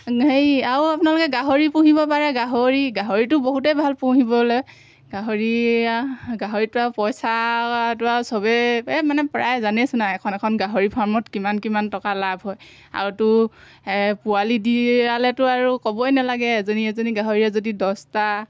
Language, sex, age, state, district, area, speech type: Assamese, female, 30-45, Assam, Golaghat, rural, spontaneous